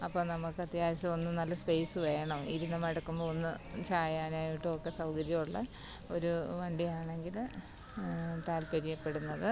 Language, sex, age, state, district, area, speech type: Malayalam, female, 30-45, Kerala, Kottayam, rural, spontaneous